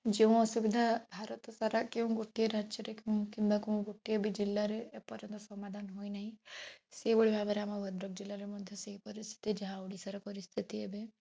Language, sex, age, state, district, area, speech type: Odia, female, 18-30, Odisha, Bhadrak, rural, spontaneous